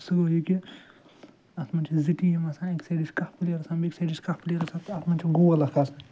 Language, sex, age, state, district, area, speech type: Kashmiri, male, 60+, Jammu and Kashmir, Ganderbal, urban, spontaneous